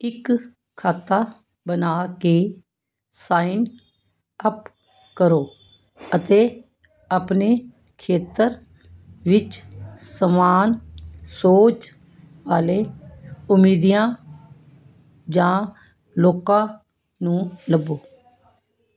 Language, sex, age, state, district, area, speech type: Punjabi, female, 60+, Punjab, Fazilka, rural, read